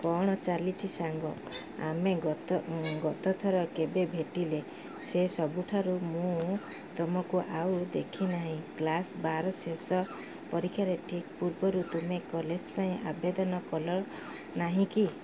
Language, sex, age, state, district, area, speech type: Odia, female, 30-45, Odisha, Sundergarh, urban, read